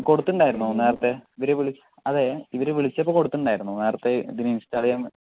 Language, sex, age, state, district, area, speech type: Malayalam, male, 18-30, Kerala, Palakkad, rural, conversation